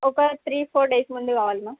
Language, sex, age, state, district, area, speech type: Telugu, female, 18-30, Telangana, Medak, urban, conversation